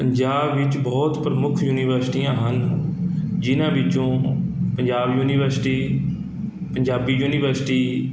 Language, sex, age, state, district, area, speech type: Punjabi, male, 30-45, Punjab, Mohali, urban, spontaneous